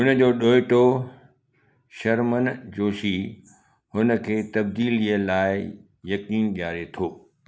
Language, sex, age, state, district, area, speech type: Sindhi, male, 60+, Gujarat, Kutch, urban, read